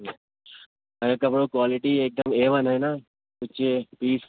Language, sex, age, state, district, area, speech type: Urdu, male, 18-30, Uttar Pradesh, Rampur, urban, conversation